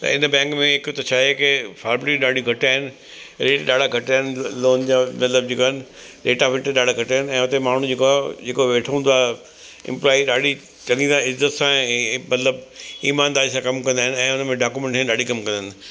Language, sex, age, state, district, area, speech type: Sindhi, male, 60+, Delhi, South Delhi, urban, spontaneous